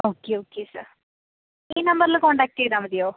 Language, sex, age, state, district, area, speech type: Malayalam, female, 18-30, Kerala, Kozhikode, rural, conversation